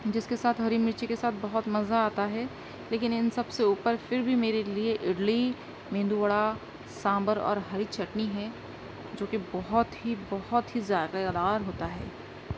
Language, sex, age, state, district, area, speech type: Urdu, female, 30-45, Uttar Pradesh, Gautam Buddha Nagar, rural, spontaneous